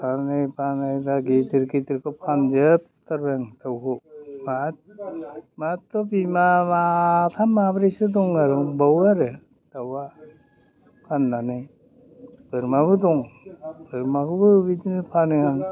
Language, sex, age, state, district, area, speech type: Bodo, male, 60+, Assam, Udalguri, rural, spontaneous